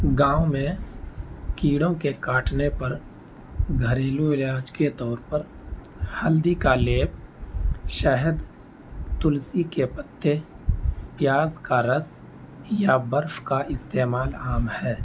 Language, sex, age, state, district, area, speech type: Urdu, male, 18-30, Delhi, North East Delhi, rural, spontaneous